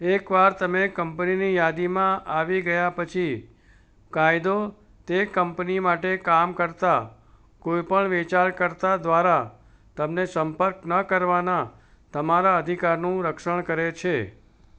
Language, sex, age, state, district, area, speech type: Gujarati, male, 60+, Gujarat, Ahmedabad, urban, read